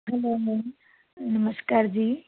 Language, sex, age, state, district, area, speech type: Punjabi, female, 30-45, Punjab, Fazilka, rural, conversation